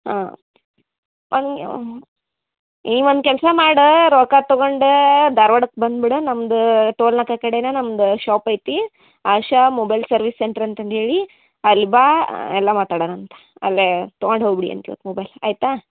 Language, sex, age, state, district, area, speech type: Kannada, female, 18-30, Karnataka, Dharwad, urban, conversation